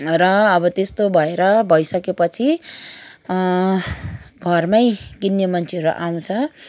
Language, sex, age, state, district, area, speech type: Nepali, female, 30-45, West Bengal, Kalimpong, rural, spontaneous